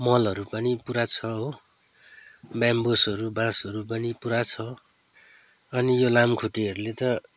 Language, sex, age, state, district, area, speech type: Nepali, male, 45-60, West Bengal, Darjeeling, rural, spontaneous